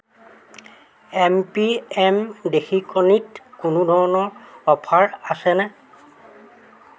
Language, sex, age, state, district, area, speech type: Assamese, male, 45-60, Assam, Jorhat, urban, read